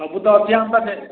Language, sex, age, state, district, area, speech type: Odia, male, 45-60, Odisha, Khordha, rural, conversation